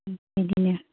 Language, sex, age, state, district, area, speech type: Bodo, female, 18-30, Assam, Baksa, rural, conversation